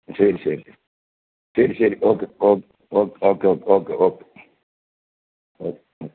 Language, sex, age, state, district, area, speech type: Malayalam, male, 45-60, Kerala, Kasaragod, urban, conversation